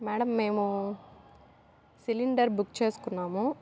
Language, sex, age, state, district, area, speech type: Telugu, female, 30-45, Andhra Pradesh, Kadapa, rural, spontaneous